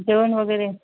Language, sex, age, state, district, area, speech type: Marathi, female, 30-45, Maharashtra, Thane, urban, conversation